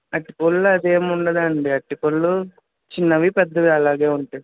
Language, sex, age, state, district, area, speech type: Telugu, male, 45-60, Andhra Pradesh, West Godavari, rural, conversation